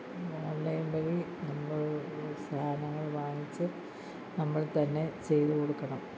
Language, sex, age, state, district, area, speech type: Malayalam, female, 60+, Kerala, Kollam, rural, spontaneous